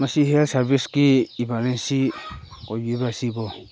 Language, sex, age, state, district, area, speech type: Manipuri, male, 45-60, Manipur, Chandel, rural, spontaneous